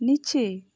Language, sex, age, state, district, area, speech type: Bengali, female, 30-45, West Bengal, Purba Bardhaman, urban, read